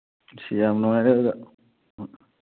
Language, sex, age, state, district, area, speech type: Manipuri, male, 60+, Manipur, Churachandpur, urban, conversation